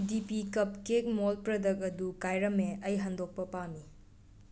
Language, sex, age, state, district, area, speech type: Manipuri, other, 45-60, Manipur, Imphal West, urban, read